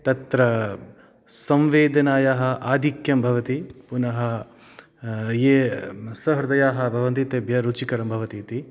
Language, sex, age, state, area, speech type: Sanskrit, male, 30-45, Rajasthan, rural, spontaneous